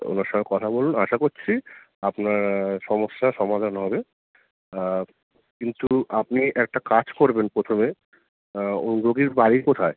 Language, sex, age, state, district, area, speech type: Bengali, male, 30-45, West Bengal, Kolkata, urban, conversation